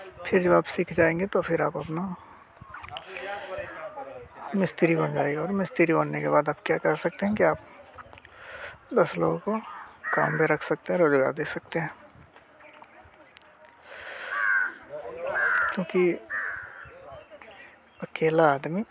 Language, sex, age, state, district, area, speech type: Hindi, male, 18-30, Bihar, Muzaffarpur, rural, spontaneous